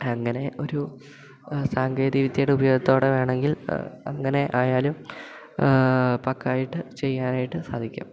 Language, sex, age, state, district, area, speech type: Malayalam, male, 18-30, Kerala, Idukki, rural, spontaneous